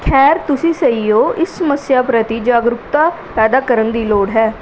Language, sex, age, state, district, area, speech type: Punjabi, female, 18-30, Punjab, Pathankot, urban, read